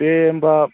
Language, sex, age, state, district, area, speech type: Bodo, male, 18-30, Assam, Chirang, rural, conversation